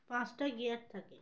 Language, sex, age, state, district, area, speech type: Bengali, female, 18-30, West Bengal, Uttar Dinajpur, urban, spontaneous